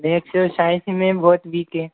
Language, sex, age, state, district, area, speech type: Hindi, male, 18-30, Madhya Pradesh, Harda, urban, conversation